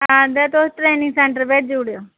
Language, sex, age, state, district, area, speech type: Dogri, female, 30-45, Jammu and Kashmir, Reasi, rural, conversation